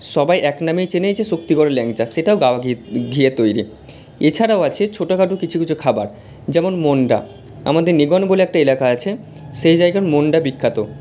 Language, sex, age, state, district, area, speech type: Bengali, male, 45-60, West Bengal, Purba Bardhaman, urban, spontaneous